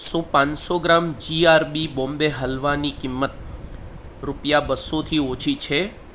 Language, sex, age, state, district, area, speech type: Gujarati, male, 30-45, Gujarat, Kheda, urban, read